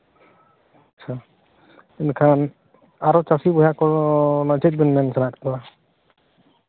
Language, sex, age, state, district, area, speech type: Santali, male, 30-45, Jharkhand, Seraikela Kharsawan, rural, conversation